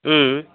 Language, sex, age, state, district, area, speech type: Tamil, male, 60+, Tamil Nadu, Dharmapuri, rural, conversation